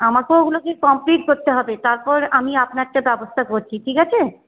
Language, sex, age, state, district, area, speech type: Bengali, female, 30-45, West Bengal, Paschim Bardhaman, urban, conversation